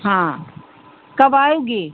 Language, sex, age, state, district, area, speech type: Hindi, female, 60+, Uttar Pradesh, Pratapgarh, rural, conversation